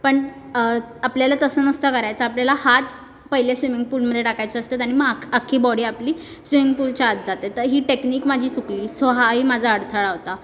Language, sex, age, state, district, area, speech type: Marathi, female, 18-30, Maharashtra, Mumbai Suburban, urban, spontaneous